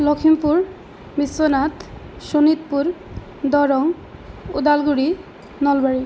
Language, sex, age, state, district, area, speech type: Sanskrit, female, 18-30, Assam, Biswanath, rural, spontaneous